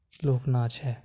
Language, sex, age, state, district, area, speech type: Punjabi, male, 18-30, Punjab, Hoshiarpur, urban, spontaneous